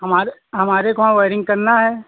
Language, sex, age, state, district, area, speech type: Hindi, male, 45-60, Uttar Pradesh, Hardoi, rural, conversation